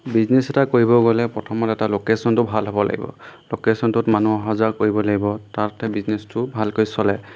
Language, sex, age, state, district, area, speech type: Assamese, male, 18-30, Assam, Golaghat, rural, spontaneous